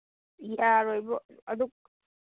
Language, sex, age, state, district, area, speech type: Manipuri, female, 30-45, Manipur, Imphal East, rural, conversation